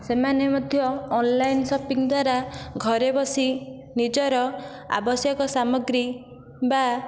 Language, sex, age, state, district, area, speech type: Odia, female, 18-30, Odisha, Nayagarh, rural, spontaneous